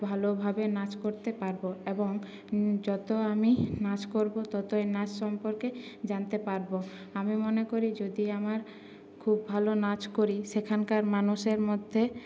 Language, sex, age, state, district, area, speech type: Bengali, female, 18-30, West Bengal, Purulia, urban, spontaneous